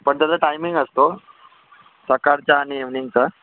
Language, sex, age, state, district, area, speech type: Marathi, male, 30-45, Maharashtra, Yavatmal, urban, conversation